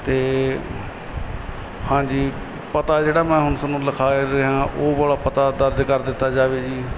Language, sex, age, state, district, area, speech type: Punjabi, male, 30-45, Punjab, Barnala, rural, spontaneous